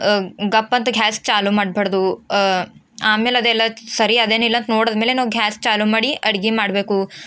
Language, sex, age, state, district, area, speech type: Kannada, female, 18-30, Karnataka, Bidar, urban, spontaneous